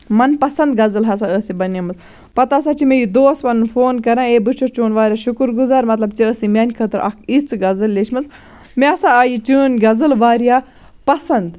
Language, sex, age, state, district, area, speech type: Kashmiri, female, 30-45, Jammu and Kashmir, Baramulla, rural, spontaneous